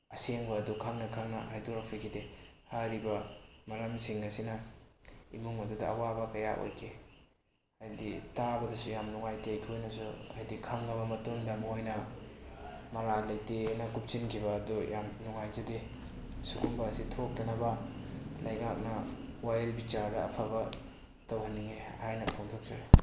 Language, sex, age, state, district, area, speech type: Manipuri, male, 18-30, Manipur, Bishnupur, rural, spontaneous